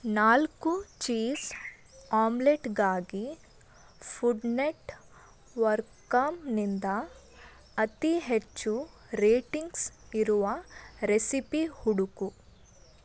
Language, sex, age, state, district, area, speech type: Kannada, female, 18-30, Karnataka, Bidar, urban, read